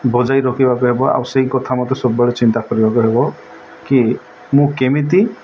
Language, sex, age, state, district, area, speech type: Odia, male, 45-60, Odisha, Nabarangpur, urban, spontaneous